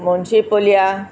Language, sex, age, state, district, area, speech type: Sindhi, female, 60+, Uttar Pradesh, Lucknow, rural, spontaneous